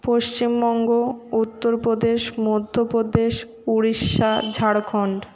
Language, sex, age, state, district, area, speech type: Bengali, female, 60+, West Bengal, Jhargram, rural, spontaneous